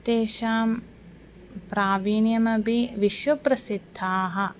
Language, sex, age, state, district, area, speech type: Sanskrit, female, 18-30, Kerala, Thiruvananthapuram, urban, spontaneous